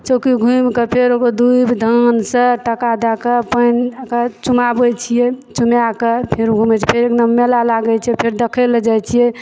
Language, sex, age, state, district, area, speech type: Maithili, female, 45-60, Bihar, Supaul, rural, spontaneous